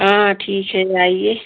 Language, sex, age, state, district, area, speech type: Hindi, female, 30-45, Uttar Pradesh, Jaunpur, rural, conversation